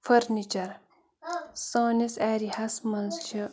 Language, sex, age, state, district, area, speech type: Kashmiri, female, 30-45, Jammu and Kashmir, Pulwama, rural, spontaneous